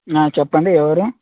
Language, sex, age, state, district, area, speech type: Telugu, male, 30-45, Telangana, Khammam, urban, conversation